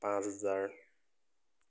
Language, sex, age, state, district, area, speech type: Assamese, male, 18-30, Assam, Biswanath, rural, spontaneous